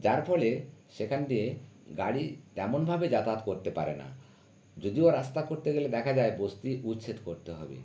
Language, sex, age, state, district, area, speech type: Bengali, male, 60+, West Bengal, North 24 Parganas, urban, spontaneous